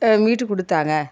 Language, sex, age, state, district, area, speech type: Tamil, female, 45-60, Tamil Nadu, Dharmapuri, rural, spontaneous